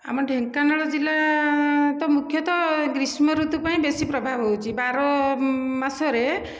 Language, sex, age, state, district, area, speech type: Odia, female, 45-60, Odisha, Dhenkanal, rural, spontaneous